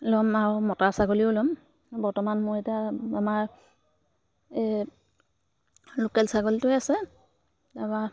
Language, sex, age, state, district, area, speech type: Assamese, female, 30-45, Assam, Charaideo, rural, spontaneous